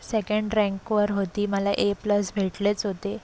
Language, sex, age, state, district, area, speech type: Marathi, female, 18-30, Maharashtra, Solapur, urban, spontaneous